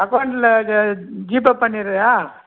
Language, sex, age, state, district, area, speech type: Tamil, male, 60+, Tamil Nadu, Krishnagiri, rural, conversation